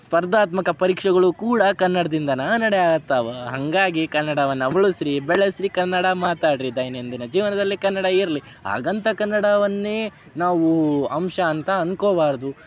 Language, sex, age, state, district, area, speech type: Kannada, male, 18-30, Karnataka, Dharwad, urban, spontaneous